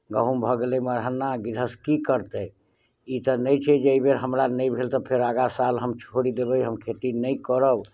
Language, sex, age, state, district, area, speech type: Maithili, male, 60+, Bihar, Muzaffarpur, rural, spontaneous